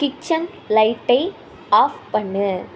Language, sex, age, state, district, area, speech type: Tamil, female, 18-30, Tamil Nadu, Ariyalur, rural, read